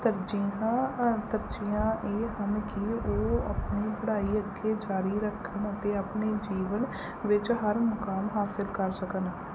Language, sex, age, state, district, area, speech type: Punjabi, female, 30-45, Punjab, Mansa, urban, spontaneous